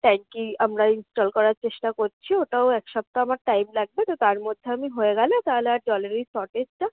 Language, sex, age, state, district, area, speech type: Bengali, female, 18-30, West Bengal, Kolkata, urban, conversation